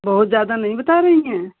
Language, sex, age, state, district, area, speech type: Hindi, female, 30-45, Uttar Pradesh, Mau, rural, conversation